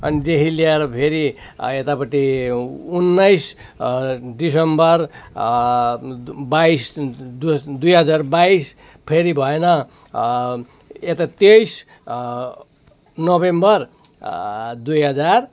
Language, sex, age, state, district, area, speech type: Nepali, male, 45-60, West Bengal, Darjeeling, rural, spontaneous